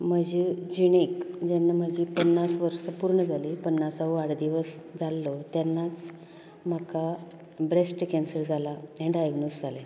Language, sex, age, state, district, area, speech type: Goan Konkani, female, 60+, Goa, Canacona, rural, spontaneous